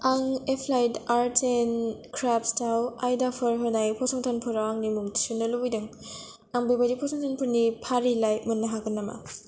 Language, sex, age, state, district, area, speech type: Bodo, female, 18-30, Assam, Kokrajhar, rural, read